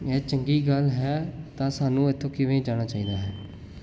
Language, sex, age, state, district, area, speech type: Punjabi, male, 18-30, Punjab, Jalandhar, urban, read